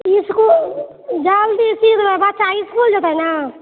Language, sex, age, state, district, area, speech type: Maithili, female, 60+, Bihar, Purnia, urban, conversation